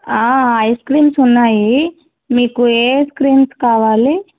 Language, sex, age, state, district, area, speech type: Telugu, female, 18-30, Andhra Pradesh, Krishna, urban, conversation